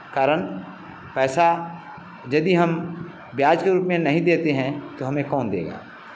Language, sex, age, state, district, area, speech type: Hindi, male, 45-60, Bihar, Vaishali, urban, spontaneous